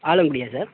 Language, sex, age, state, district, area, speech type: Tamil, male, 18-30, Tamil Nadu, Tiruvarur, urban, conversation